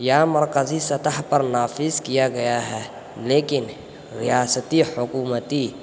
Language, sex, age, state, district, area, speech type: Urdu, male, 18-30, Bihar, Gaya, urban, spontaneous